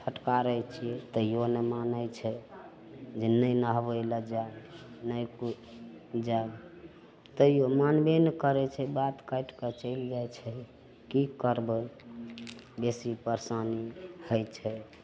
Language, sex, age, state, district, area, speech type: Maithili, female, 60+, Bihar, Madhepura, urban, spontaneous